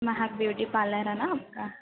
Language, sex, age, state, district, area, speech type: Hindi, female, 30-45, Madhya Pradesh, Harda, urban, conversation